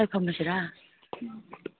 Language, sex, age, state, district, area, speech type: Manipuri, female, 60+, Manipur, Kangpokpi, urban, conversation